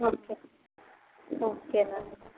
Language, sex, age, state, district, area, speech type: Telugu, female, 30-45, Andhra Pradesh, N T Rama Rao, rural, conversation